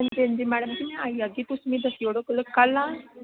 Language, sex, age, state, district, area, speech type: Dogri, female, 18-30, Jammu and Kashmir, Reasi, urban, conversation